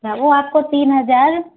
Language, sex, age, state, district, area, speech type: Hindi, female, 45-60, Uttar Pradesh, Hardoi, rural, conversation